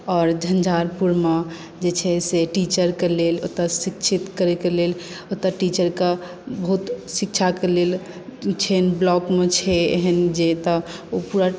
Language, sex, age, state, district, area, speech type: Maithili, female, 18-30, Bihar, Madhubani, rural, spontaneous